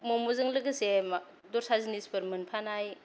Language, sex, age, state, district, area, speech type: Bodo, female, 30-45, Assam, Kokrajhar, rural, spontaneous